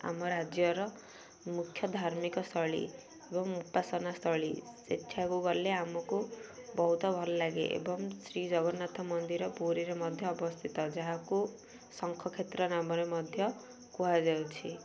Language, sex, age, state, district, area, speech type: Odia, female, 18-30, Odisha, Ganjam, urban, spontaneous